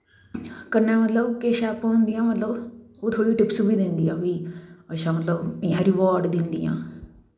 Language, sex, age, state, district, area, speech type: Dogri, female, 45-60, Jammu and Kashmir, Udhampur, urban, spontaneous